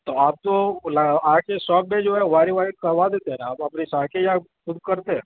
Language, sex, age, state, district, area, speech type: Urdu, male, 30-45, Uttar Pradesh, Gautam Buddha Nagar, urban, conversation